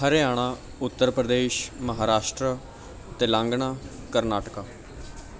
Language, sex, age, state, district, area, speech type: Punjabi, male, 18-30, Punjab, Bathinda, urban, spontaneous